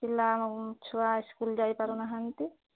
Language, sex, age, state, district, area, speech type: Odia, female, 45-60, Odisha, Mayurbhanj, rural, conversation